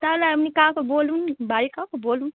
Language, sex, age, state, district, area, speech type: Bengali, female, 30-45, West Bengal, North 24 Parganas, urban, conversation